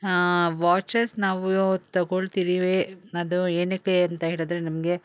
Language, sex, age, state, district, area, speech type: Kannada, female, 60+, Karnataka, Bangalore Urban, rural, spontaneous